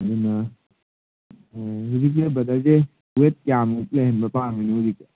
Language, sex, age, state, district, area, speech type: Manipuri, male, 18-30, Manipur, Kangpokpi, urban, conversation